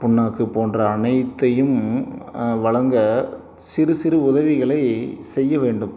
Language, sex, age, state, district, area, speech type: Tamil, male, 30-45, Tamil Nadu, Salem, rural, spontaneous